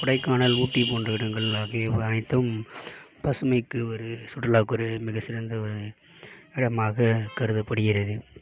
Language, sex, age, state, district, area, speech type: Tamil, male, 18-30, Tamil Nadu, Mayiladuthurai, urban, spontaneous